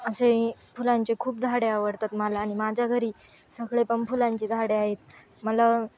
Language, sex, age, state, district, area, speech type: Marathi, female, 18-30, Maharashtra, Ahmednagar, urban, spontaneous